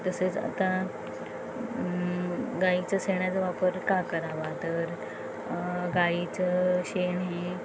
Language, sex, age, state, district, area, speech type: Marathi, female, 30-45, Maharashtra, Ratnagiri, rural, spontaneous